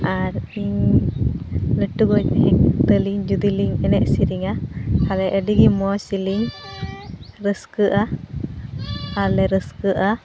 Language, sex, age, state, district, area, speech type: Santali, female, 18-30, West Bengal, Malda, rural, spontaneous